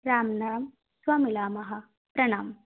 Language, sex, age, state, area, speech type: Sanskrit, female, 18-30, Assam, rural, conversation